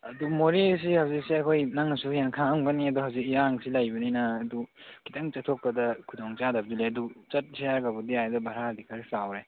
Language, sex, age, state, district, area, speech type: Manipuri, male, 18-30, Manipur, Tengnoupal, rural, conversation